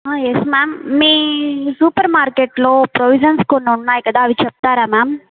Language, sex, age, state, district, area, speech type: Telugu, female, 18-30, Andhra Pradesh, Sri Balaji, rural, conversation